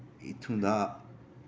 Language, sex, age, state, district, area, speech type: Dogri, male, 30-45, Jammu and Kashmir, Reasi, rural, spontaneous